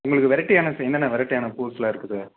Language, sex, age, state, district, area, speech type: Tamil, male, 18-30, Tamil Nadu, Kallakurichi, urban, conversation